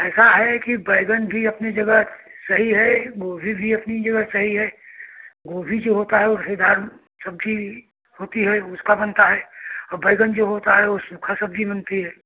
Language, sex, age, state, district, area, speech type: Hindi, male, 60+, Uttar Pradesh, Prayagraj, rural, conversation